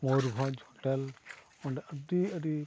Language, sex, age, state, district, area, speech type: Santali, male, 45-60, Odisha, Mayurbhanj, rural, spontaneous